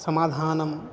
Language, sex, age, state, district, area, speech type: Sanskrit, male, 18-30, Odisha, Balangir, rural, spontaneous